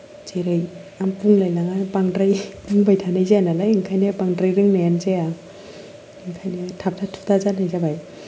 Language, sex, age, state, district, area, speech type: Bodo, female, 18-30, Assam, Kokrajhar, urban, spontaneous